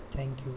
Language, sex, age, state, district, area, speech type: Hindi, male, 18-30, Madhya Pradesh, Jabalpur, urban, spontaneous